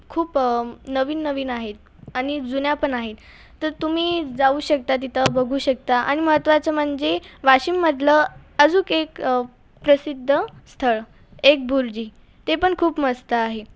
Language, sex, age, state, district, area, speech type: Marathi, female, 18-30, Maharashtra, Washim, rural, spontaneous